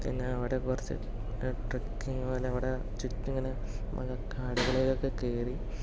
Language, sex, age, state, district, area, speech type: Malayalam, male, 18-30, Kerala, Palakkad, urban, spontaneous